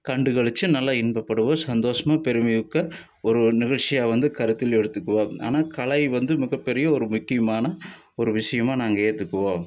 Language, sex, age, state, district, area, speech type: Tamil, male, 60+, Tamil Nadu, Tiruppur, urban, spontaneous